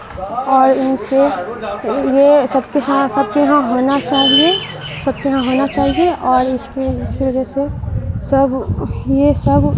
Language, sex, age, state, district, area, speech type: Urdu, female, 30-45, Bihar, Supaul, rural, spontaneous